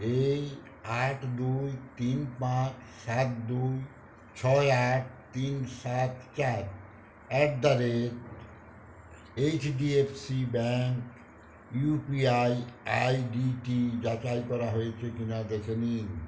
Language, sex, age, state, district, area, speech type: Bengali, male, 60+, West Bengal, Uttar Dinajpur, rural, read